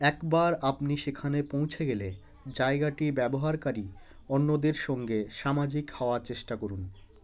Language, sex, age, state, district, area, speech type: Bengali, male, 30-45, West Bengal, Hooghly, urban, read